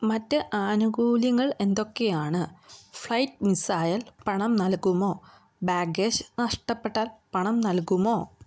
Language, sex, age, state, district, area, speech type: Malayalam, female, 18-30, Kerala, Idukki, rural, read